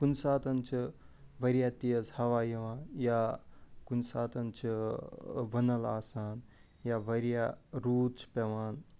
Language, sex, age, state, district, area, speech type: Kashmiri, male, 45-60, Jammu and Kashmir, Ganderbal, urban, spontaneous